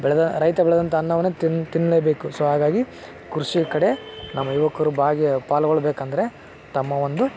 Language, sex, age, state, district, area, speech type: Kannada, male, 18-30, Karnataka, Koppal, rural, spontaneous